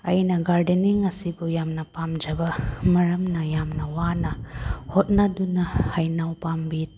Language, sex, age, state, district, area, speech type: Manipuri, female, 18-30, Manipur, Chandel, rural, spontaneous